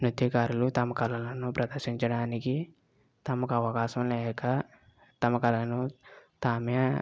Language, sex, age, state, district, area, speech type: Telugu, female, 18-30, Andhra Pradesh, West Godavari, rural, spontaneous